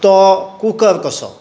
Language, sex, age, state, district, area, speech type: Goan Konkani, male, 60+, Goa, Tiswadi, rural, spontaneous